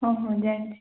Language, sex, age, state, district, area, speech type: Odia, female, 18-30, Odisha, Koraput, urban, conversation